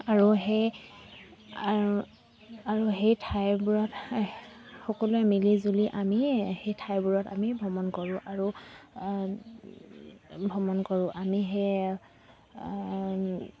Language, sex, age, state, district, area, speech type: Assamese, female, 30-45, Assam, Dibrugarh, rural, spontaneous